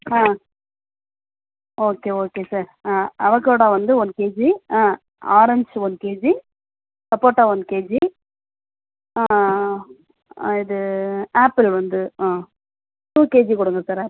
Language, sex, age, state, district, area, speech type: Tamil, female, 30-45, Tamil Nadu, Pudukkottai, urban, conversation